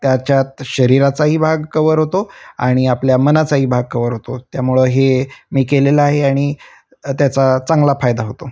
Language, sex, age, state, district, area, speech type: Marathi, male, 30-45, Maharashtra, Osmanabad, rural, spontaneous